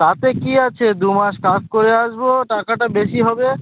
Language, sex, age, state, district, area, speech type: Bengali, male, 18-30, West Bengal, North 24 Parganas, rural, conversation